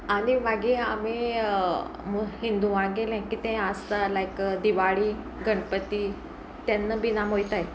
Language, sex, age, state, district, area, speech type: Goan Konkani, female, 18-30, Goa, Sanguem, rural, spontaneous